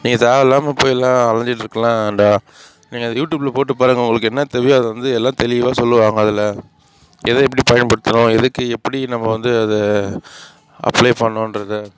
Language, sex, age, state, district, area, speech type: Tamil, male, 45-60, Tamil Nadu, Sivaganga, urban, spontaneous